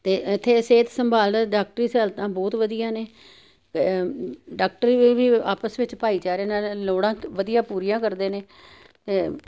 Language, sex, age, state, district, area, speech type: Punjabi, female, 60+, Punjab, Jalandhar, urban, spontaneous